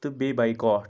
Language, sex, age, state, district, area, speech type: Kashmiri, male, 30-45, Jammu and Kashmir, Anantnag, rural, spontaneous